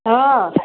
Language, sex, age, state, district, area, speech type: Odia, male, 45-60, Odisha, Nuapada, urban, conversation